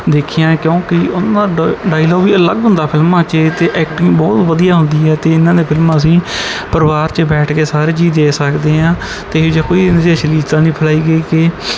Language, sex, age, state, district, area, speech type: Punjabi, male, 30-45, Punjab, Bathinda, rural, spontaneous